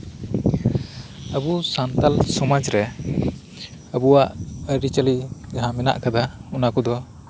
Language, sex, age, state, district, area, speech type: Santali, male, 18-30, West Bengal, Birbhum, rural, spontaneous